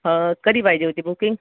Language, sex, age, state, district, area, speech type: Marathi, male, 18-30, Maharashtra, Gadchiroli, rural, conversation